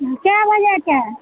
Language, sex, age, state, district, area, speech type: Maithili, female, 30-45, Bihar, Supaul, rural, conversation